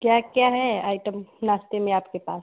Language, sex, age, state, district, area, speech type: Hindi, female, 30-45, Uttar Pradesh, Ghazipur, rural, conversation